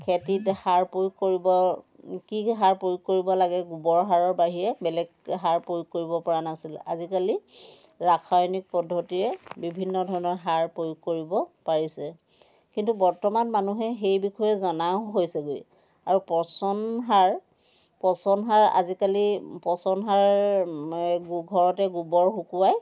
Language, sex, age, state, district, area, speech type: Assamese, female, 60+, Assam, Dhemaji, rural, spontaneous